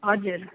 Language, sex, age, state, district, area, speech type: Nepali, male, 60+, West Bengal, Kalimpong, rural, conversation